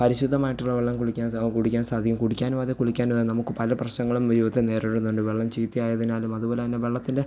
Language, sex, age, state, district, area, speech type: Malayalam, male, 18-30, Kerala, Pathanamthitta, rural, spontaneous